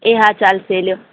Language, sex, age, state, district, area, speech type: Gujarati, female, 45-60, Gujarat, Morbi, rural, conversation